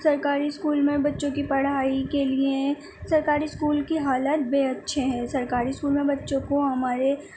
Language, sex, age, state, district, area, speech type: Urdu, female, 18-30, Delhi, Central Delhi, urban, spontaneous